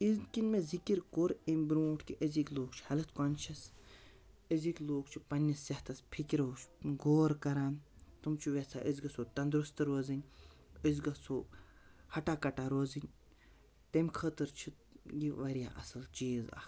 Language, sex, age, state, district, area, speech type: Kashmiri, female, 18-30, Jammu and Kashmir, Baramulla, rural, spontaneous